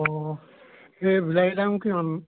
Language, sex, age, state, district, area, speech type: Assamese, male, 60+, Assam, Charaideo, urban, conversation